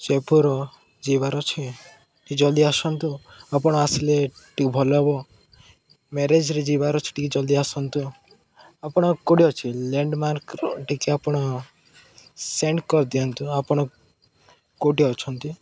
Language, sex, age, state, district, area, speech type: Odia, male, 18-30, Odisha, Koraput, urban, spontaneous